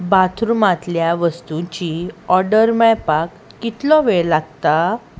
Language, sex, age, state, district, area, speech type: Goan Konkani, female, 30-45, Goa, Salcete, urban, read